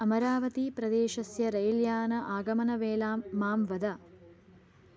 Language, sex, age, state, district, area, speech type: Sanskrit, female, 18-30, Karnataka, Chikkamagaluru, urban, read